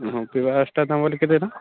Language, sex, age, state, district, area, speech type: Odia, male, 18-30, Odisha, Subarnapur, urban, conversation